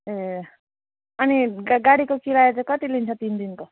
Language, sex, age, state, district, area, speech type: Nepali, female, 45-60, West Bengal, Alipurduar, rural, conversation